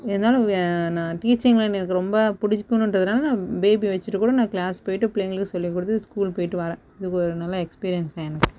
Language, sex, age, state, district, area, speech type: Tamil, female, 18-30, Tamil Nadu, Kallakurichi, rural, spontaneous